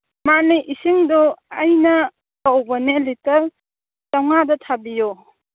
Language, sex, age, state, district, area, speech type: Manipuri, female, 45-60, Manipur, Kangpokpi, urban, conversation